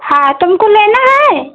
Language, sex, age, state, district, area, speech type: Hindi, female, 60+, Uttar Pradesh, Pratapgarh, rural, conversation